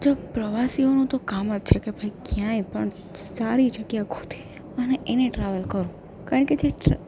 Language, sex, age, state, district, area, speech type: Gujarati, female, 18-30, Gujarat, Junagadh, urban, spontaneous